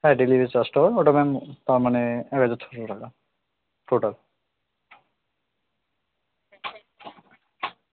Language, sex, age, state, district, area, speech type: Bengali, male, 18-30, West Bengal, Kolkata, urban, conversation